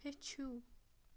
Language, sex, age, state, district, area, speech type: Kashmiri, female, 18-30, Jammu and Kashmir, Baramulla, rural, read